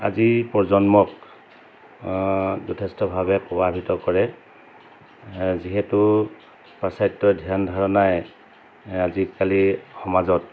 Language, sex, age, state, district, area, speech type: Assamese, male, 45-60, Assam, Dhemaji, rural, spontaneous